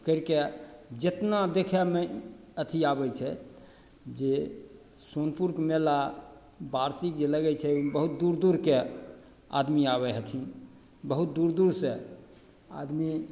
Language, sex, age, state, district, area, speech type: Maithili, male, 60+, Bihar, Begusarai, rural, spontaneous